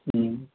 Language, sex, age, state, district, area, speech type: Nepali, male, 18-30, West Bengal, Darjeeling, rural, conversation